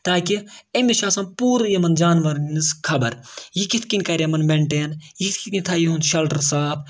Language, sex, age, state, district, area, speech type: Kashmiri, male, 30-45, Jammu and Kashmir, Ganderbal, rural, spontaneous